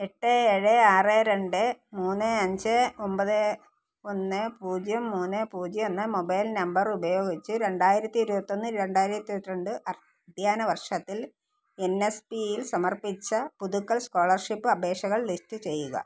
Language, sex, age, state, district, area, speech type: Malayalam, female, 45-60, Kerala, Thiruvananthapuram, rural, read